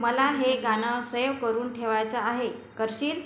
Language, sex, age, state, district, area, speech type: Marathi, female, 45-60, Maharashtra, Buldhana, rural, read